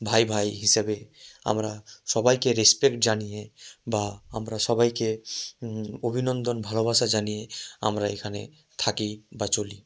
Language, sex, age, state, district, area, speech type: Bengali, male, 18-30, West Bengal, Murshidabad, urban, spontaneous